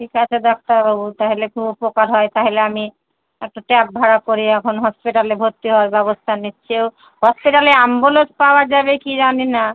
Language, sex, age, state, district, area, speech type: Bengali, female, 30-45, West Bengal, Murshidabad, rural, conversation